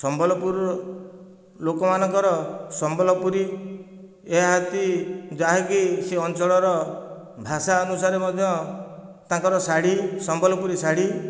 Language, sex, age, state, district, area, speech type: Odia, male, 45-60, Odisha, Nayagarh, rural, spontaneous